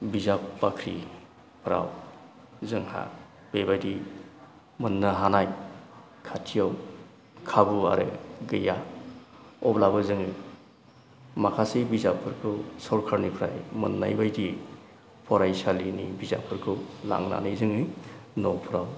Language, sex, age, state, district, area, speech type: Bodo, male, 45-60, Assam, Chirang, urban, spontaneous